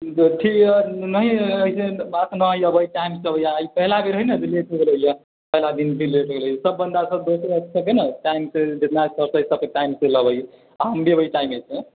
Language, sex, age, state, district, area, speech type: Maithili, male, 18-30, Bihar, Muzaffarpur, rural, conversation